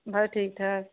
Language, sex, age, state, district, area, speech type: Punjabi, female, 30-45, Punjab, Pathankot, rural, conversation